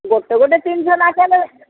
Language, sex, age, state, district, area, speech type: Odia, female, 60+, Odisha, Gajapati, rural, conversation